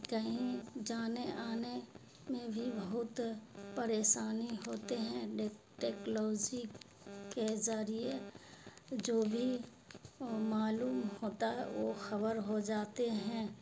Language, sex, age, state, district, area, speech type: Urdu, female, 60+, Bihar, Khagaria, rural, spontaneous